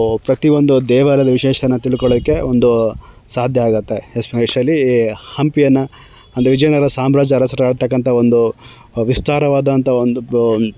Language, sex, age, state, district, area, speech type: Kannada, male, 30-45, Karnataka, Chamarajanagar, rural, spontaneous